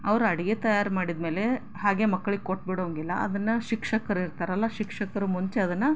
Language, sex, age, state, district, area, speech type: Kannada, female, 45-60, Karnataka, Chikkaballapur, rural, spontaneous